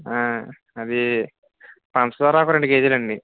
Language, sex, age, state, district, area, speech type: Telugu, male, 30-45, Andhra Pradesh, Kakinada, rural, conversation